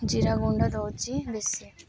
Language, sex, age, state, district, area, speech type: Odia, female, 18-30, Odisha, Malkangiri, urban, spontaneous